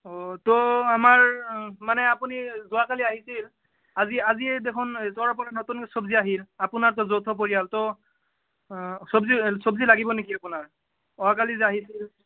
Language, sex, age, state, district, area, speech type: Assamese, male, 18-30, Assam, Barpeta, rural, conversation